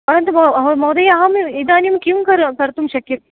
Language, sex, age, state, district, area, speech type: Sanskrit, female, 30-45, Karnataka, Dakshina Kannada, urban, conversation